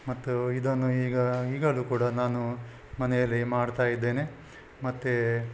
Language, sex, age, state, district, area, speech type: Kannada, male, 60+, Karnataka, Udupi, rural, spontaneous